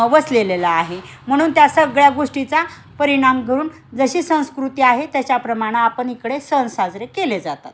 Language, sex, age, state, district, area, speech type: Marathi, female, 45-60, Maharashtra, Osmanabad, rural, spontaneous